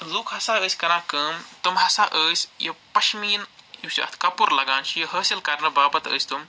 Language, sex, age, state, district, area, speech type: Kashmiri, male, 45-60, Jammu and Kashmir, Srinagar, urban, spontaneous